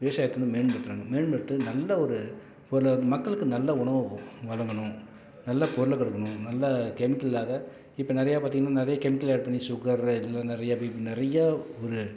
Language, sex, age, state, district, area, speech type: Tamil, male, 45-60, Tamil Nadu, Salem, rural, spontaneous